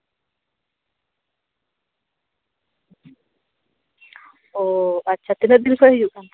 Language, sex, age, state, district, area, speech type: Santali, female, 30-45, West Bengal, Birbhum, rural, conversation